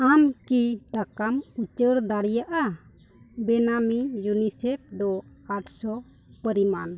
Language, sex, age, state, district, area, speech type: Santali, female, 30-45, Jharkhand, Pakur, rural, read